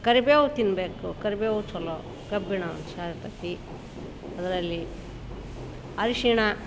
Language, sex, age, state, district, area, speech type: Kannada, female, 60+, Karnataka, Koppal, rural, spontaneous